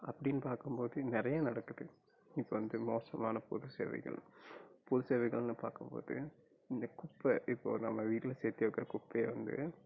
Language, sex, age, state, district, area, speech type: Tamil, male, 18-30, Tamil Nadu, Coimbatore, rural, spontaneous